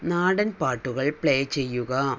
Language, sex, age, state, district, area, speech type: Malayalam, female, 60+, Kerala, Palakkad, rural, read